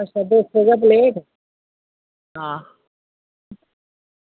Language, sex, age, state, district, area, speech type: Dogri, female, 60+, Jammu and Kashmir, Reasi, rural, conversation